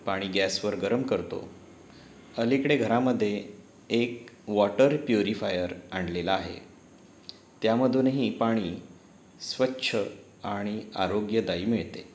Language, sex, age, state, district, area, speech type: Marathi, male, 30-45, Maharashtra, Ratnagiri, urban, spontaneous